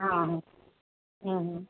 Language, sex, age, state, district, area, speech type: Odia, female, 45-60, Odisha, Gajapati, rural, conversation